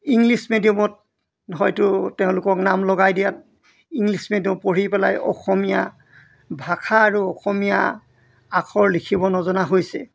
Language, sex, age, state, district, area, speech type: Assamese, male, 60+, Assam, Golaghat, rural, spontaneous